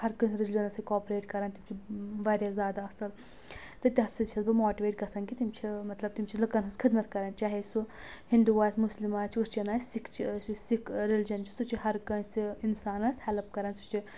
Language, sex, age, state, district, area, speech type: Kashmiri, female, 30-45, Jammu and Kashmir, Anantnag, rural, spontaneous